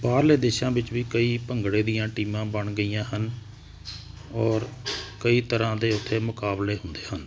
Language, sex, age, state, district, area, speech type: Punjabi, male, 45-60, Punjab, Hoshiarpur, urban, spontaneous